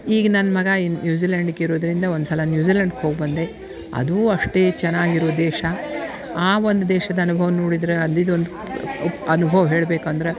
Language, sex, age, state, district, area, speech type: Kannada, female, 60+, Karnataka, Dharwad, rural, spontaneous